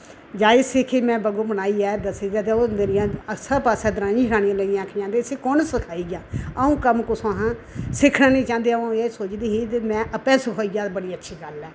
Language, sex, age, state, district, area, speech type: Dogri, female, 60+, Jammu and Kashmir, Udhampur, rural, spontaneous